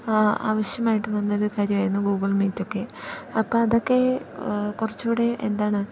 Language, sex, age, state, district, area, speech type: Malayalam, female, 18-30, Kerala, Idukki, rural, spontaneous